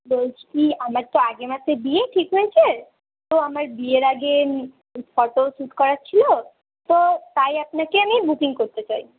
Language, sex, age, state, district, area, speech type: Bengali, female, 18-30, West Bengal, Paschim Bardhaman, urban, conversation